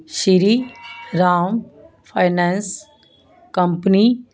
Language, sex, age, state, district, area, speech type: Punjabi, female, 60+, Punjab, Fazilka, rural, read